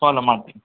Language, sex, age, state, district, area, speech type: Kannada, male, 60+, Karnataka, Bangalore Urban, urban, conversation